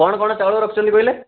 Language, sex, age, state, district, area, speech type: Odia, male, 60+, Odisha, Bhadrak, rural, conversation